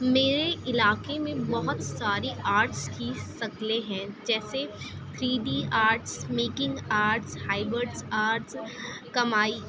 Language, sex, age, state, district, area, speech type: Urdu, female, 18-30, Delhi, Central Delhi, rural, spontaneous